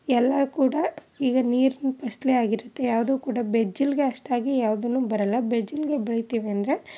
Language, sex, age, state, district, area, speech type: Kannada, female, 18-30, Karnataka, Chamarajanagar, rural, spontaneous